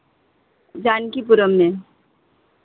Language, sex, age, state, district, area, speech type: Hindi, female, 60+, Uttar Pradesh, Hardoi, rural, conversation